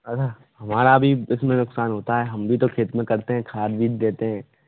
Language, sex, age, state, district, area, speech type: Hindi, male, 45-60, Rajasthan, Karauli, rural, conversation